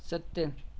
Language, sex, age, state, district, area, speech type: Dogri, male, 18-30, Jammu and Kashmir, Reasi, rural, read